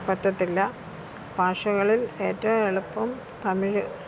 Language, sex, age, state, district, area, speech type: Malayalam, female, 60+, Kerala, Thiruvananthapuram, rural, spontaneous